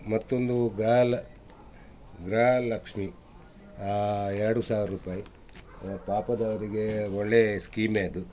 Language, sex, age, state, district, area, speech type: Kannada, male, 60+, Karnataka, Udupi, rural, spontaneous